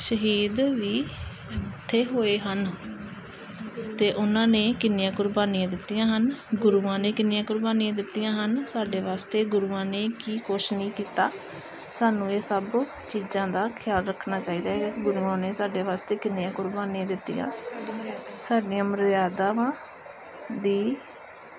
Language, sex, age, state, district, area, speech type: Punjabi, female, 30-45, Punjab, Gurdaspur, urban, spontaneous